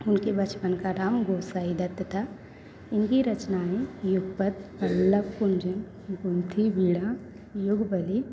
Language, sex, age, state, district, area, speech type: Hindi, female, 18-30, Madhya Pradesh, Hoshangabad, urban, spontaneous